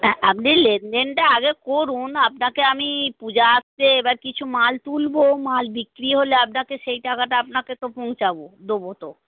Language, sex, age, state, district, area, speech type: Bengali, female, 30-45, West Bengal, North 24 Parganas, urban, conversation